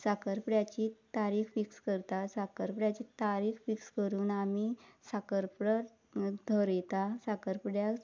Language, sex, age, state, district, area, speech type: Goan Konkani, female, 30-45, Goa, Quepem, rural, spontaneous